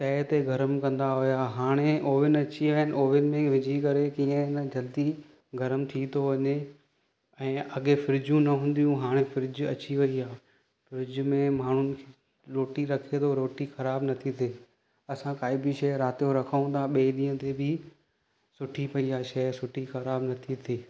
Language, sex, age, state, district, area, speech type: Sindhi, male, 30-45, Maharashtra, Thane, urban, spontaneous